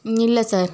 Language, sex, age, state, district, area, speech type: Tamil, female, 30-45, Tamil Nadu, Tiruvarur, urban, spontaneous